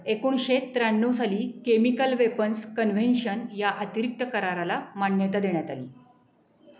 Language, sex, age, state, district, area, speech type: Marathi, female, 45-60, Maharashtra, Satara, urban, read